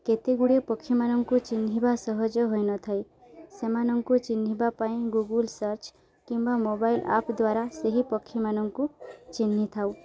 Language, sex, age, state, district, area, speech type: Odia, female, 18-30, Odisha, Subarnapur, urban, spontaneous